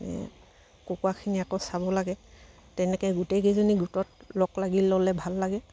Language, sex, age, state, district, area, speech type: Assamese, female, 60+, Assam, Dibrugarh, rural, spontaneous